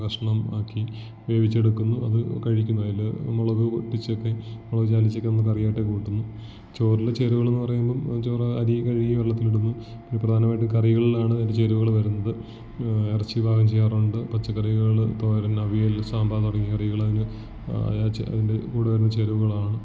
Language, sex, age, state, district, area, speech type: Malayalam, male, 18-30, Kerala, Idukki, rural, spontaneous